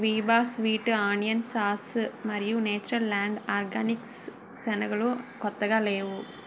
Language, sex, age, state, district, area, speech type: Telugu, female, 45-60, Andhra Pradesh, Vizianagaram, rural, read